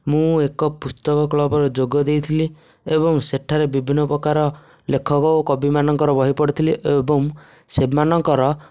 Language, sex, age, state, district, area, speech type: Odia, male, 18-30, Odisha, Nayagarh, rural, spontaneous